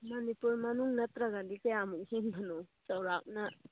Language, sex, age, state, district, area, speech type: Manipuri, female, 30-45, Manipur, Churachandpur, rural, conversation